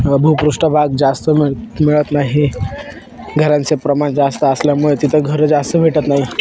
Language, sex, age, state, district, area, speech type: Marathi, male, 18-30, Maharashtra, Ahmednagar, urban, spontaneous